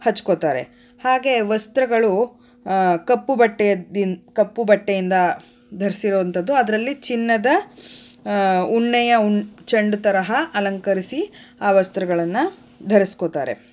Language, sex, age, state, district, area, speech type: Kannada, female, 30-45, Karnataka, Davanagere, urban, spontaneous